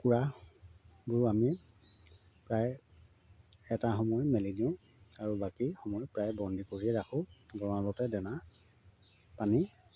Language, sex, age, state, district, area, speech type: Assamese, male, 30-45, Assam, Sivasagar, rural, spontaneous